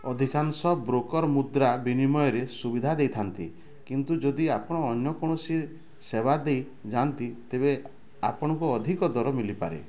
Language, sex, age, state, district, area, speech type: Odia, male, 45-60, Odisha, Bargarh, rural, read